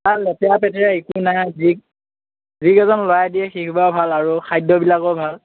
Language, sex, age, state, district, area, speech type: Assamese, male, 18-30, Assam, Morigaon, rural, conversation